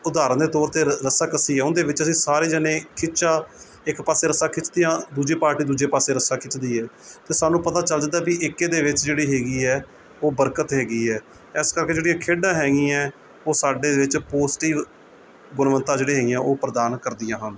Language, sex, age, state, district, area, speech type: Punjabi, male, 45-60, Punjab, Mohali, urban, spontaneous